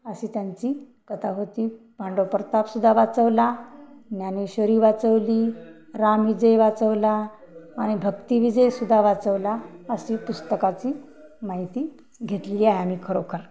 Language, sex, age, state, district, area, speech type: Marathi, female, 45-60, Maharashtra, Hingoli, urban, spontaneous